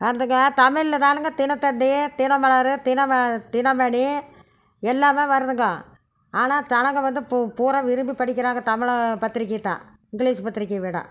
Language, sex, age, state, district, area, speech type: Tamil, female, 60+, Tamil Nadu, Erode, urban, spontaneous